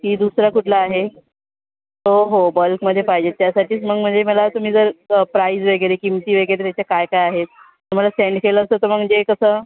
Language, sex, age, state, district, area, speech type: Marathi, female, 18-30, Maharashtra, Thane, urban, conversation